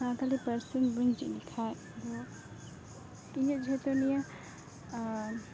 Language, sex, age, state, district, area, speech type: Santali, female, 18-30, West Bengal, Uttar Dinajpur, rural, spontaneous